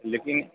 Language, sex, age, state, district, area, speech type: Maithili, male, 30-45, Bihar, Purnia, rural, conversation